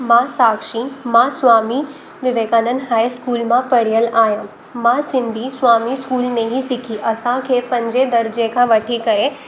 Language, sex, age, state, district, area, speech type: Sindhi, female, 18-30, Maharashtra, Mumbai Suburban, urban, spontaneous